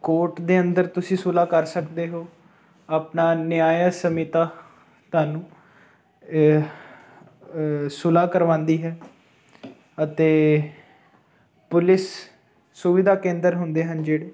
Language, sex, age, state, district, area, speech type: Punjabi, male, 18-30, Punjab, Ludhiana, urban, spontaneous